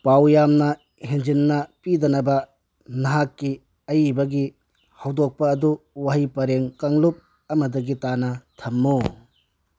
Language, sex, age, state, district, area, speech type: Manipuri, male, 60+, Manipur, Tengnoupal, rural, read